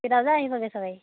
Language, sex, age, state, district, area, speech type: Assamese, female, 18-30, Assam, Majuli, urban, conversation